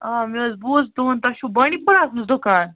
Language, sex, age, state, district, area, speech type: Kashmiri, male, 30-45, Jammu and Kashmir, Baramulla, rural, conversation